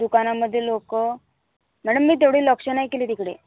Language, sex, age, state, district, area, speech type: Marathi, female, 18-30, Maharashtra, Gondia, rural, conversation